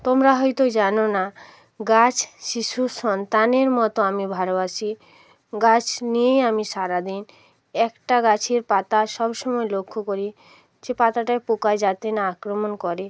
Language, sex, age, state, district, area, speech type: Bengali, female, 45-60, West Bengal, North 24 Parganas, rural, spontaneous